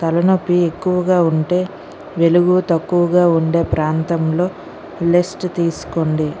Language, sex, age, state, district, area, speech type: Telugu, female, 60+, Andhra Pradesh, Vizianagaram, rural, spontaneous